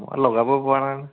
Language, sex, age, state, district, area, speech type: Assamese, male, 30-45, Assam, Charaideo, urban, conversation